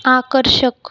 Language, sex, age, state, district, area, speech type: Marathi, female, 18-30, Maharashtra, Buldhana, rural, read